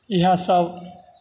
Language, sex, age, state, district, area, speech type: Maithili, male, 60+, Bihar, Begusarai, rural, spontaneous